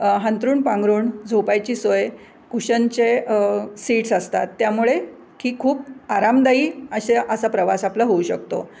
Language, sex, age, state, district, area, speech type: Marathi, female, 60+, Maharashtra, Pune, urban, spontaneous